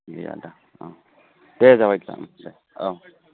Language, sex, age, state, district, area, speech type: Bodo, male, 45-60, Assam, Chirang, urban, conversation